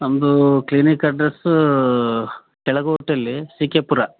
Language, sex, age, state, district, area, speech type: Kannada, male, 45-60, Karnataka, Chitradurga, rural, conversation